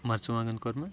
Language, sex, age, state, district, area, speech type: Kashmiri, male, 30-45, Jammu and Kashmir, Kupwara, rural, spontaneous